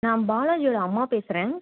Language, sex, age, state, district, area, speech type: Tamil, female, 18-30, Tamil Nadu, Cuddalore, urban, conversation